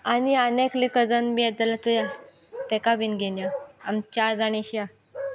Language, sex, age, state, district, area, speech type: Goan Konkani, female, 18-30, Goa, Sanguem, rural, spontaneous